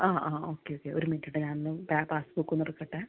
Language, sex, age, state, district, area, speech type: Malayalam, female, 30-45, Kerala, Palakkad, rural, conversation